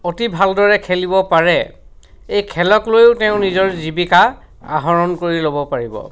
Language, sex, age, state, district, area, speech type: Assamese, male, 45-60, Assam, Dhemaji, rural, spontaneous